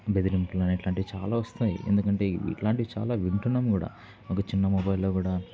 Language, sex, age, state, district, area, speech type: Telugu, male, 18-30, Andhra Pradesh, Kurnool, urban, spontaneous